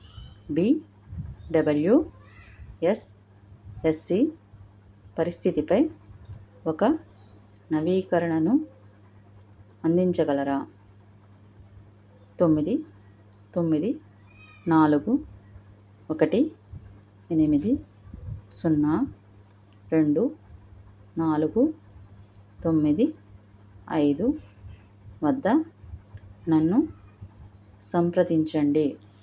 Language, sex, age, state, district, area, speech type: Telugu, female, 45-60, Andhra Pradesh, Krishna, urban, read